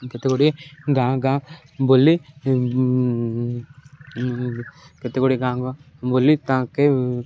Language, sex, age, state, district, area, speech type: Odia, male, 18-30, Odisha, Ganjam, urban, spontaneous